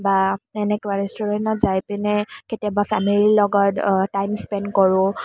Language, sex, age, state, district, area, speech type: Assamese, female, 18-30, Assam, Kamrup Metropolitan, urban, spontaneous